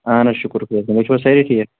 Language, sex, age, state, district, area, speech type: Kashmiri, male, 30-45, Jammu and Kashmir, Shopian, rural, conversation